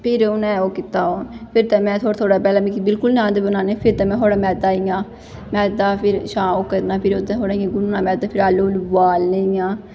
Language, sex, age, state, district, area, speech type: Dogri, female, 18-30, Jammu and Kashmir, Kathua, rural, spontaneous